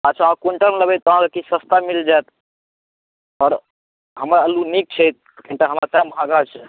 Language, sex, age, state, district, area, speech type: Maithili, male, 18-30, Bihar, Saharsa, rural, conversation